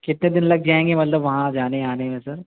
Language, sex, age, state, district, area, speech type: Urdu, male, 18-30, Delhi, South Delhi, urban, conversation